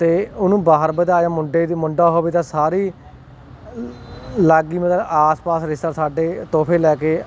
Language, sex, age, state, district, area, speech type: Punjabi, male, 30-45, Punjab, Kapurthala, urban, spontaneous